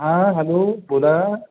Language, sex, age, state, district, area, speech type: Marathi, male, 45-60, Maharashtra, Satara, urban, conversation